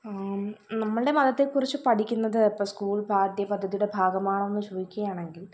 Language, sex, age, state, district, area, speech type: Malayalam, female, 18-30, Kerala, Kollam, rural, spontaneous